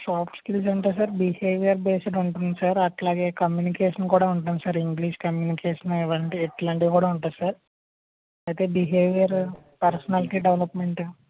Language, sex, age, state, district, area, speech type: Telugu, male, 18-30, Andhra Pradesh, Konaseema, rural, conversation